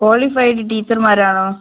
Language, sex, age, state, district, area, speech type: Malayalam, female, 18-30, Kerala, Wayanad, rural, conversation